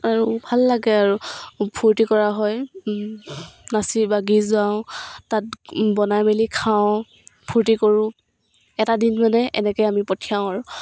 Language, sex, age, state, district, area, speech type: Assamese, female, 18-30, Assam, Dibrugarh, rural, spontaneous